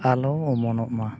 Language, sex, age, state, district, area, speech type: Santali, male, 30-45, Jharkhand, East Singhbhum, rural, spontaneous